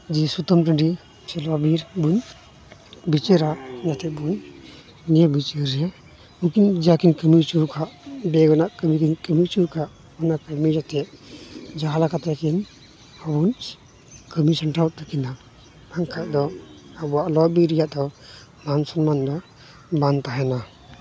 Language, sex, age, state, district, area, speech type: Santali, male, 18-30, West Bengal, Uttar Dinajpur, rural, spontaneous